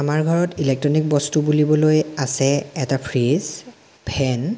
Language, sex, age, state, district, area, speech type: Assamese, male, 18-30, Assam, Lakhimpur, rural, spontaneous